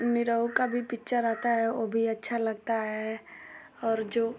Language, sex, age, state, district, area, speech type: Hindi, female, 18-30, Uttar Pradesh, Ghazipur, urban, spontaneous